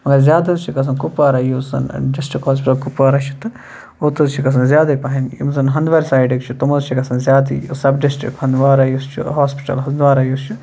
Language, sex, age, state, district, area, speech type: Kashmiri, male, 18-30, Jammu and Kashmir, Kupwara, rural, spontaneous